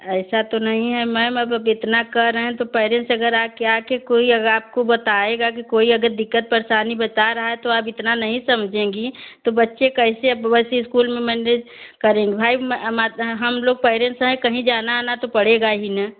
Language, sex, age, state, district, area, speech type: Hindi, female, 45-60, Uttar Pradesh, Bhadohi, urban, conversation